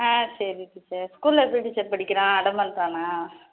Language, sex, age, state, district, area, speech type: Tamil, female, 18-30, Tamil Nadu, Thanjavur, urban, conversation